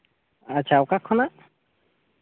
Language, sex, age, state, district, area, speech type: Santali, male, 30-45, Jharkhand, Seraikela Kharsawan, rural, conversation